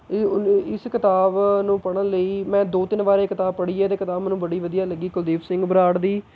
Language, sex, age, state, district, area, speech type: Punjabi, male, 18-30, Punjab, Mohali, rural, spontaneous